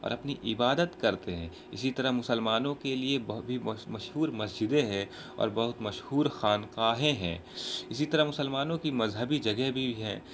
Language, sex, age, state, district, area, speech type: Urdu, male, 18-30, Bihar, Araria, rural, spontaneous